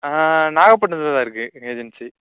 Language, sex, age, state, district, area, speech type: Tamil, male, 18-30, Tamil Nadu, Nagapattinam, rural, conversation